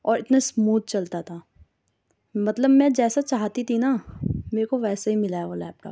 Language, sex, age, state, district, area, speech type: Urdu, female, 18-30, Delhi, South Delhi, urban, spontaneous